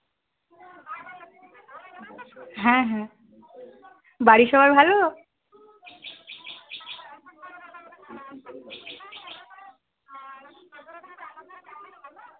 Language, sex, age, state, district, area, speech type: Bengali, female, 18-30, West Bengal, Uttar Dinajpur, urban, conversation